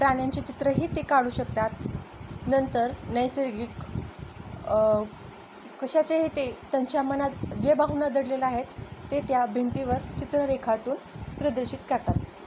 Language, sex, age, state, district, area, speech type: Marathi, female, 18-30, Maharashtra, Osmanabad, rural, spontaneous